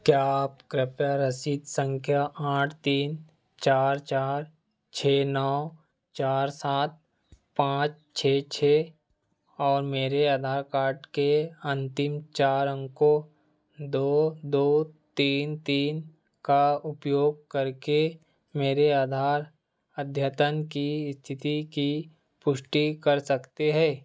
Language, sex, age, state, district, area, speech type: Hindi, male, 30-45, Madhya Pradesh, Seoni, rural, read